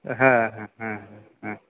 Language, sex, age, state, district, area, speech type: Bengali, male, 45-60, West Bengal, South 24 Parganas, urban, conversation